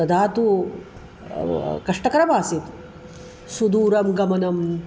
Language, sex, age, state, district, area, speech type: Sanskrit, female, 45-60, Maharashtra, Nagpur, urban, spontaneous